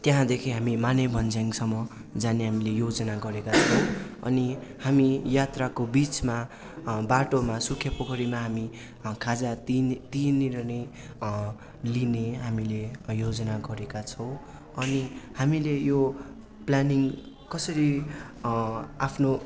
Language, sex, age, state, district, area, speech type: Nepali, male, 18-30, West Bengal, Darjeeling, rural, spontaneous